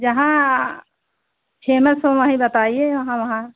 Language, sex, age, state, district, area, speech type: Hindi, female, 60+, Uttar Pradesh, Pratapgarh, rural, conversation